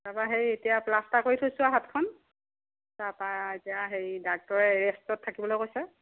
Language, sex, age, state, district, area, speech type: Assamese, female, 45-60, Assam, Lakhimpur, rural, conversation